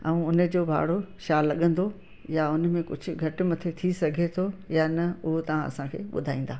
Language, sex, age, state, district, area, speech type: Sindhi, female, 60+, Madhya Pradesh, Katni, urban, spontaneous